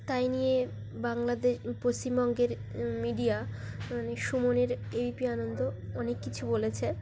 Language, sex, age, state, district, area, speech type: Bengali, female, 30-45, West Bengal, Dakshin Dinajpur, urban, spontaneous